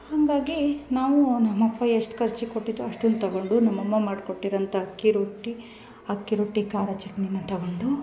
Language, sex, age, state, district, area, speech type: Kannada, female, 30-45, Karnataka, Chikkamagaluru, rural, spontaneous